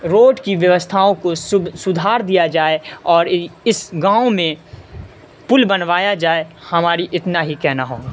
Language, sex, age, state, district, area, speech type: Urdu, male, 18-30, Bihar, Saharsa, rural, spontaneous